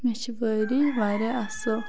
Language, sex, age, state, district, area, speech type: Kashmiri, female, 30-45, Jammu and Kashmir, Bandipora, rural, spontaneous